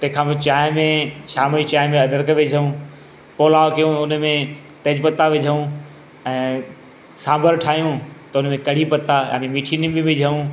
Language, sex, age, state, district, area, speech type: Sindhi, male, 60+, Madhya Pradesh, Katni, urban, spontaneous